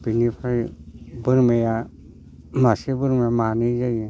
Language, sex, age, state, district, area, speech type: Bodo, male, 60+, Assam, Udalguri, rural, spontaneous